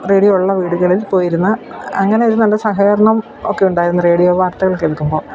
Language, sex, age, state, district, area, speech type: Malayalam, female, 45-60, Kerala, Idukki, rural, spontaneous